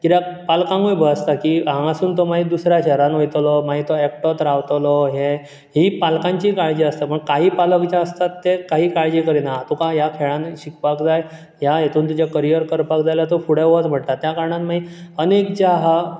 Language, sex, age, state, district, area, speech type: Goan Konkani, male, 18-30, Goa, Bardez, urban, spontaneous